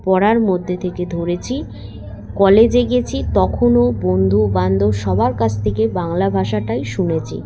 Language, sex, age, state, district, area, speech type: Bengali, female, 18-30, West Bengal, Hooghly, urban, spontaneous